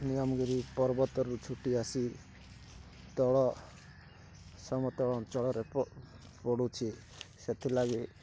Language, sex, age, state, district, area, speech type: Odia, male, 30-45, Odisha, Rayagada, rural, spontaneous